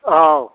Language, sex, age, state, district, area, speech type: Bodo, male, 60+, Assam, Kokrajhar, rural, conversation